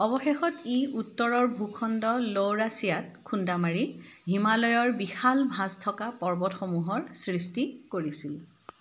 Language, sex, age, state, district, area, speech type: Assamese, female, 45-60, Assam, Dibrugarh, rural, read